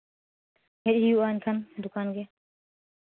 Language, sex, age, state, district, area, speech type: Santali, female, 18-30, Jharkhand, Seraikela Kharsawan, rural, conversation